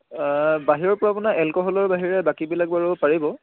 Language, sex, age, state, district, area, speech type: Assamese, male, 18-30, Assam, Charaideo, urban, conversation